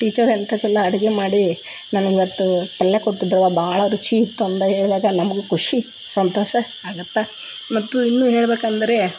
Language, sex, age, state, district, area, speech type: Kannada, female, 45-60, Karnataka, Koppal, rural, spontaneous